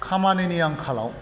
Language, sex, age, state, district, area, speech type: Bodo, male, 45-60, Assam, Kokrajhar, rural, spontaneous